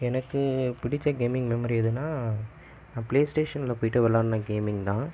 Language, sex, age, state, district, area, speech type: Tamil, male, 18-30, Tamil Nadu, Viluppuram, urban, spontaneous